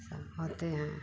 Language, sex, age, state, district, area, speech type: Hindi, female, 45-60, Bihar, Vaishali, rural, spontaneous